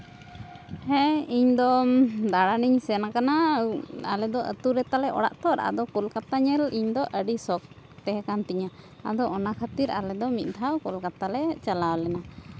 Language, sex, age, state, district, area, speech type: Santali, female, 18-30, West Bengal, Uttar Dinajpur, rural, spontaneous